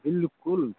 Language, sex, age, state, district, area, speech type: Hindi, male, 45-60, Bihar, Muzaffarpur, rural, conversation